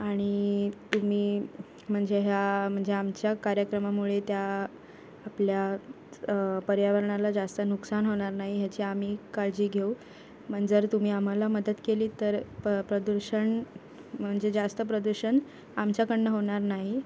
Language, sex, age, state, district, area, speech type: Marathi, female, 18-30, Maharashtra, Ratnagiri, rural, spontaneous